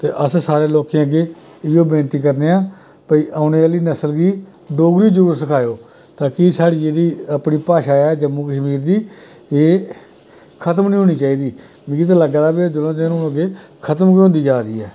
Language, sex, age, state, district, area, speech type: Dogri, male, 45-60, Jammu and Kashmir, Samba, rural, spontaneous